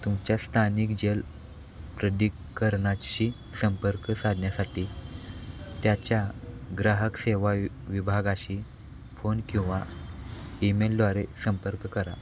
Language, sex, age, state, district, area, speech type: Marathi, male, 18-30, Maharashtra, Sangli, urban, spontaneous